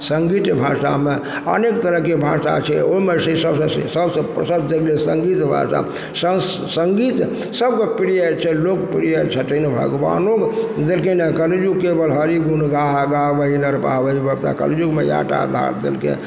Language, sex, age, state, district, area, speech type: Maithili, male, 60+, Bihar, Supaul, rural, spontaneous